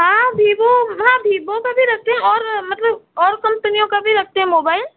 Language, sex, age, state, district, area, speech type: Hindi, female, 18-30, Madhya Pradesh, Seoni, urban, conversation